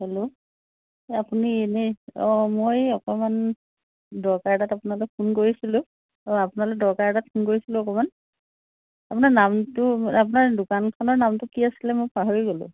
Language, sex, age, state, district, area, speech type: Assamese, female, 45-60, Assam, Dhemaji, rural, conversation